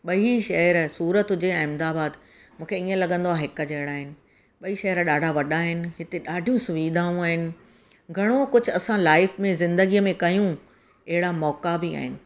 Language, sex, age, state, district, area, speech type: Sindhi, female, 45-60, Gujarat, Surat, urban, spontaneous